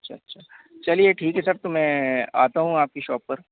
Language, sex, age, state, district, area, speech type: Hindi, male, 30-45, Madhya Pradesh, Bhopal, urban, conversation